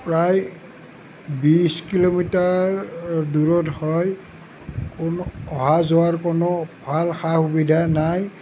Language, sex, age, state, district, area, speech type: Assamese, male, 60+, Assam, Nalbari, rural, spontaneous